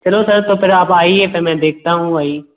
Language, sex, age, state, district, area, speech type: Hindi, male, 18-30, Madhya Pradesh, Gwalior, rural, conversation